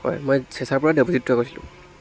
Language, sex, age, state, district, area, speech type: Assamese, male, 18-30, Assam, Dibrugarh, rural, spontaneous